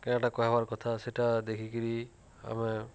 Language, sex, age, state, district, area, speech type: Odia, male, 45-60, Odisha, Nuapada, urban, spontaneous